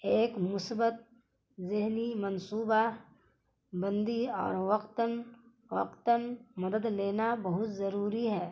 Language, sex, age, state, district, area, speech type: Urdu, female, 30-45, Bihar, Gaya, urban, spontaneous